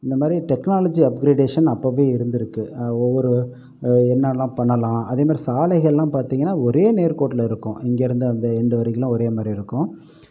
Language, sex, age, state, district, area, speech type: Tamil, male, 45-60, Tamil Nadu, Pudukkottai, rural, spontaneous